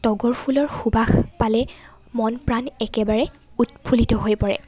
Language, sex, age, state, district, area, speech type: Assamese, female, 18-30, Assam, Lakhimpur, urban, spontaneous